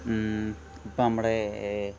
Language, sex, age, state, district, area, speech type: Malayalam, male, 18-30, Kerala, Thiruvananthapuram, rural, spontaneous